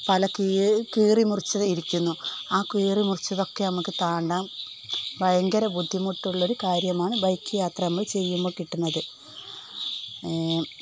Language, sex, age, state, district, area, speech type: Malayalam, female, 45-60, Kerala, Palakkad, rural, spontaneous